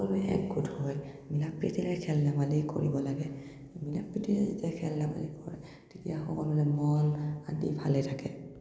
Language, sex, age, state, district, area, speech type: Assamese, male, 18-30, Assam, Morigaon, rural, spontaneous